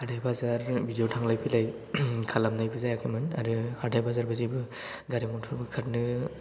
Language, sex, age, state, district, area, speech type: Bodo, male, 18-30, Assam, Chirang, rural, spontaneous